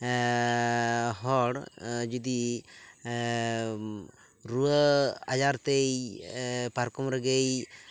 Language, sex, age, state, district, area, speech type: Santali, male, 18-30, West Bengal, Purulia, rural, spontaneous